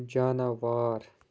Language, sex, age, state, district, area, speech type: Kashmiri, male, 18-30, Jammu and Kashmir, Budgam, rural, read